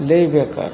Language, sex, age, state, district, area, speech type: Marathi, male, 18-30, Maharashtra, Satara, rural, spontaneous